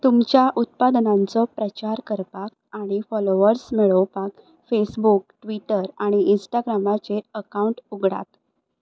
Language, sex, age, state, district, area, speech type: Goan Konkani, female, 18-30, Goa, Ponda, rural, read